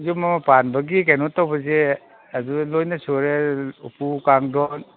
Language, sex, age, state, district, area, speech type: Manipuri, male, 45-60, Manipur, Kangpokpi, urban, conversation